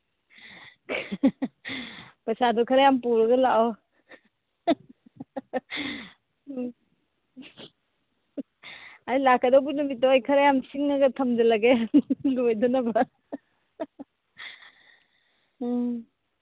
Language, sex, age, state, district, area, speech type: Manipuri, female, 45-60, Manipur, Imphal East, rural, conversation